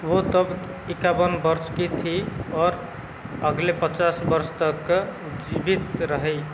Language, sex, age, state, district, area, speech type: Hindi, male, 45-60, Madhya Pradesh, Seoni, rural, read